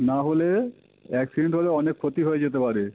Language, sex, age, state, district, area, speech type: Bengali, male, 30-45, West Bengal, Howrah, urban, conversation